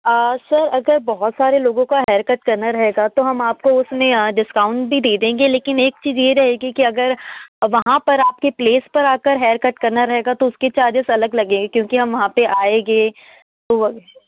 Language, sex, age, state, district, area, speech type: Hindi, female, 30-45, Madhya Pradesh, Betul, urban, conversation